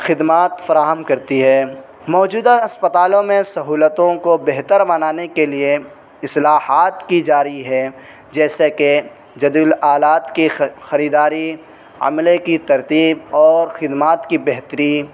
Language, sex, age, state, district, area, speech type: Urdu, male, 18-30, Uttar Pradesh, Saharanpur, urban, spontaneous